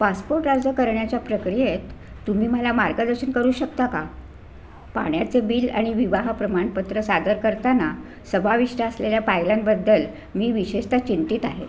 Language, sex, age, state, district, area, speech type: Marathi, female, 60+, Maharashtra, Sangli, urban, read